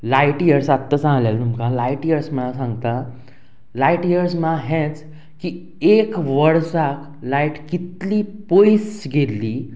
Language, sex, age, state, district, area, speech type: Goan Konkani, male, 30-45, Goa, Canacona, rural, spontaneous